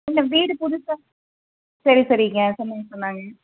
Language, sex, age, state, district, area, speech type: Tamil, female, 30-45, Tamil Nadu, Tiruppur, rural, conversation